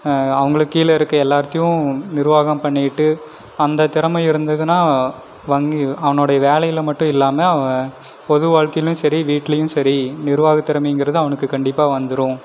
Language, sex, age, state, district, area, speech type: Tamil, male, 18-30, Tamil Nadu, Erode, rural, spontaneous